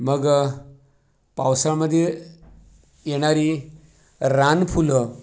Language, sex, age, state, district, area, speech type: Marathi, male, 45-60, Maharashtra, Raigad, rural, spontaneous